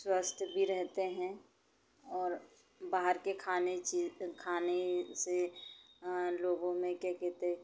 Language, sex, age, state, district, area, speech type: Hindi, female, 30-45, Madhya Pradesh, Chhindwara, urban, spontaneous